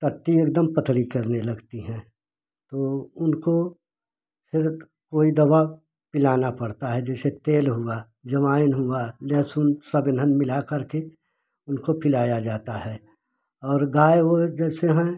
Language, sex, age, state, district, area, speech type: Hindi, male, 60+, Uttar Pradesh, Prayagraj, rural, spontaneous